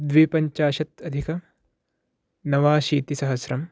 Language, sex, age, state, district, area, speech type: Sanskrit, male, 18-30, Karnataka, Uttara Kannada, urban, spontaneous